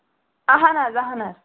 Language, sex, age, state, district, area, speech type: Kashmiri, male, 18-30, Jammu and Kashmir, Kulgam, rural, conversation